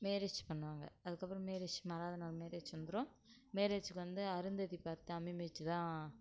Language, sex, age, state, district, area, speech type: Tamil, female, 18-30, Tamil Nadu, Kallakurichi, rural, spontaneous